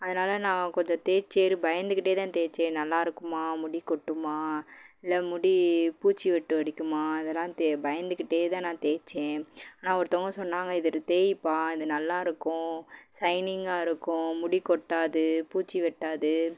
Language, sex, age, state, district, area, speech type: Tamil, female, 18-30, Tamil Nadu, Madurai, urban, spontaneous